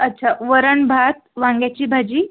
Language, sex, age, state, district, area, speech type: Marathi, female, 30-45, Maharashtra, Buldhana, rural, conversation